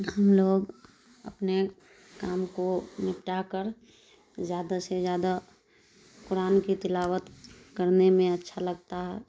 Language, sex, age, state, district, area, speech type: Urdu, female, 30-45, Bihar, Darbhanga, rural, spontaneous